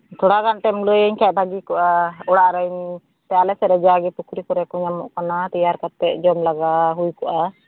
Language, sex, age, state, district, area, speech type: Santali, female, 30-45, West Bengal, Malda, rural, conversation